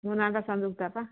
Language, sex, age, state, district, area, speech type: Odia, female, 60+, Odisha, Jharsuguda, rural, conversation